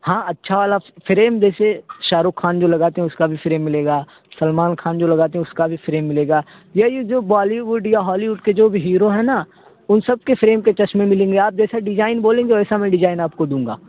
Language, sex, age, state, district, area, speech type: Urdu, male, 18-30, Uttar Pradesh, Siddharthnagar, rural, conversation